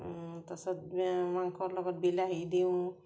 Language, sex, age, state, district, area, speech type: Assamese, female, 45-60, Assam, Morigaon, rural, spontaneous